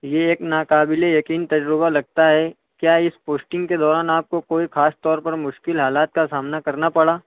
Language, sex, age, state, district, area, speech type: Urdu, male, 60+, Maharashtra, Nashik, urban, conversation